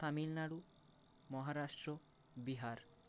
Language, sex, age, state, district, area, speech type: Bengali, male, 18-30, West Bengal, Purba Medinipur, rural, spontaneous